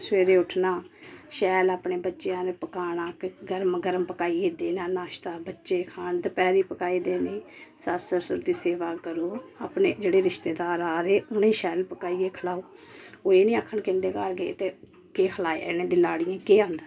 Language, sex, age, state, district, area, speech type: Dogri, female, 30-45, Jammu and Kashmir, Samba, rural, spontaneous